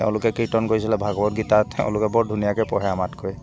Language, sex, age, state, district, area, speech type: Assamese, male, 45-60, Assam, Dibrugarh, rural, spontaneous